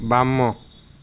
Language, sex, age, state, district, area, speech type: Odia, male, 30-45, Odisha, Ganjam, urban, read